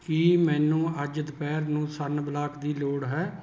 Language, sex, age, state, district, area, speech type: Punjabi, male, 60+, Punjab, Rupnagar, rural, read